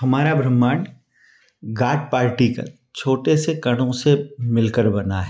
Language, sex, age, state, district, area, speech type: Hindi, male, 45-60, Madhya Pradesh, Ujjain, urban, spontaneous